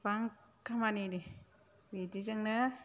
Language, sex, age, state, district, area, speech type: Bodo, female, 45-60, Assam, Chirang, rural, spontaneous